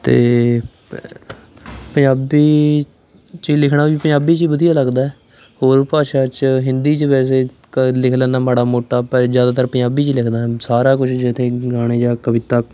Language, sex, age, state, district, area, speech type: Punjabi, male, 18-30, Punjab, Fatehgarh Sahib, urban, spontaneous